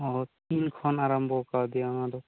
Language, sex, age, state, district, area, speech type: Santali, male, 18-30, West Bengal, Bankura, rural, conversation